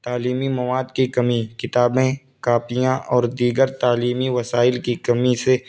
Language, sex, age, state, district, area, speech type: Urdu, male, 18-30, Uttar Pradesh, Balrampur, rural, spontaneous